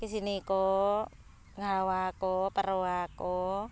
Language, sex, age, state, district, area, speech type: Santali, female, 45-60, Jharkhand, Seraikela Kharsawan, rural, spontaneous